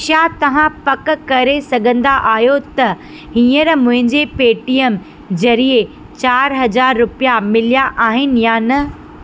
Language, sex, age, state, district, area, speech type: Sindhi, female, 30-45, Madhya Pradesh, Katni, urban, read